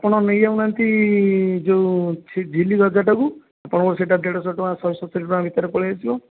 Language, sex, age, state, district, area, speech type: Odia, male, 30-45, Odisha, Jajpur, rural, conversation